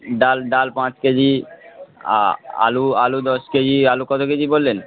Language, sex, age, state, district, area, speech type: Bengali, male, 18-30, West Bengal, Darjeeling, urban, conversation